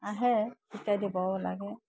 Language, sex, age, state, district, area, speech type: Assamese, female, 60+, Assam, Udalguri, rural, spontaneous